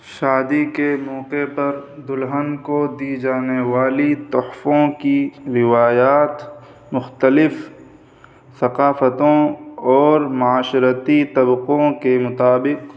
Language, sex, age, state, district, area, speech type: Urdu, male, 30-45, Uttar Pradesh, Muzaffarnagar, urban, spontaneous